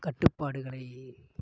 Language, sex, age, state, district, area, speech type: Tamil, male, 18-30, Tamil Nadu, Tiruvarur, urban, spontaneous